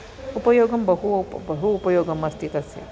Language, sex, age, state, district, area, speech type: Sanskrit, female, 45-60, Karnataka, Dakshina Kannada, urban, spontaneous